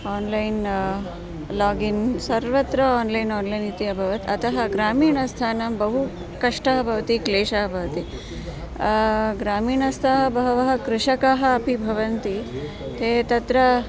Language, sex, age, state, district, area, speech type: Sanskrit, female, 45-60, Karnataka, Dharwad, urban, spontaneous